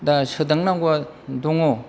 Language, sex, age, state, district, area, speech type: Bodo, male, 45-60, Assam, Kokrajhar, rural, spontaneous